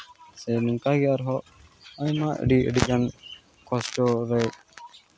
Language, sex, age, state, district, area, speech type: Santali, male, 18-30, West Bengal, Malda, rural, spontaneous